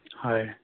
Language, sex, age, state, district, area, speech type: Assamese, male, 30-45, Assam, Sonitpur, rural, conversation